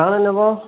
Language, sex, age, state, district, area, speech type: Odia, male, 30-45, Odisha, Bargarh, urban, conversation